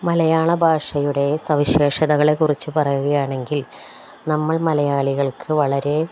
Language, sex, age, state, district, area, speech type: Malayalam, female, 45-60, Kerala, Palakkad, rural, spontaneous